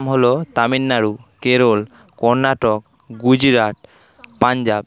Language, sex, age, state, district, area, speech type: Bengali, male, 30-45, West Bengal, Paschim Medinipur, rural, spontaneous